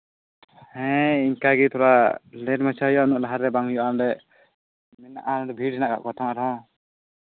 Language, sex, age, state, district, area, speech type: Santali, male, 18-30, Jharkhand, Pakur, rural, conversation